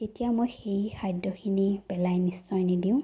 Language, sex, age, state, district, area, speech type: Assamese, female, 30-45, Assam, Sonitpur, rural, spontaneous